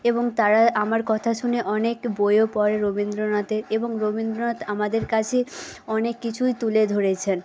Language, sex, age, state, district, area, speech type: Bengali, female, 18-30, West Bengal, Nadia, rural, spontaneous